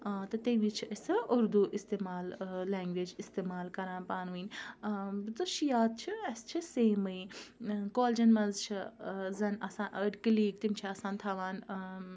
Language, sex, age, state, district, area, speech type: Kashmiri, female, 30-45, Jammu and Kashmir, Ganderbal, rural, spontaneous